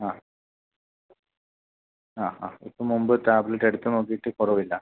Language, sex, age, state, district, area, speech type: Malayalam, male, 30-45, Kerala, Kasaragod, urban, conversation